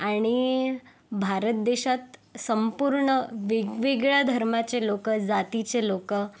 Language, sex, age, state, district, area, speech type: Marathi, female, 18-30, Maharashtra, Yavatmal, urban, spontaneous